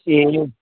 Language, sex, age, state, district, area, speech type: Nepali, male, 45-60, West Bengal, Kalimpong, rural, conversation